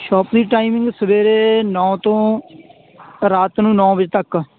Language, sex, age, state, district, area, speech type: Punjabi, male, 18-30, Punjab, Fatehgarh Sahib, rural, conversation